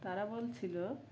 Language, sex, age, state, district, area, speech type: Bengali, female, 45-60, West Bengal, Uttar Dinajpur, urban, spontaneous